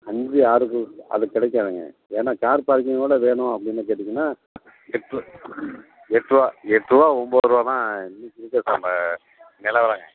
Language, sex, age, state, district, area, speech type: Tamil, male, 45-60, Tamil Nadu, Perambalur, urban, conversation